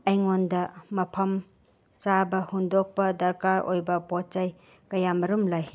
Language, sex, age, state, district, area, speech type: Manipuri, female, 45-60, Manipur, Chandel, rural, read